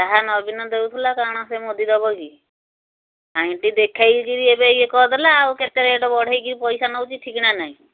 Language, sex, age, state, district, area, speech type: Odia, female, 60+, Odisha, Gajapati, rural, conversation